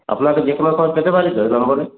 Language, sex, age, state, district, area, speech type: Bengali, male, 18-30, West Bengal, Purulia, rural, conversation